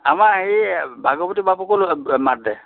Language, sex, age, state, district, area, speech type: Assamese, male, 60+, Assam, Nagaon, rural, conversation